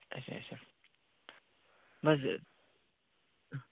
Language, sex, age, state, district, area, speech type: Kashmiri, male, 18-30, Jammu and Kashmir, Bandipora, rural, conversation